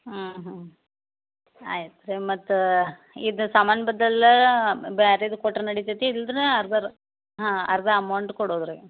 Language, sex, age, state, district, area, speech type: Kannada, female, 60+, Karnataka, Belgaum, rural, conversation